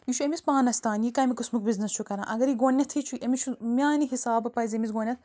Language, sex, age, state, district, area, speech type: Kashmiri, female, 30-45, Jammu and Kashmir, Bandipora, rural, spontaneous